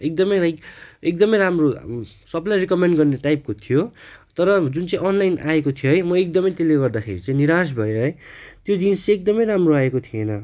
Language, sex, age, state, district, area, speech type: Nepali, male, 18-30, West Bengal, Darjeeling, rural, spontaneous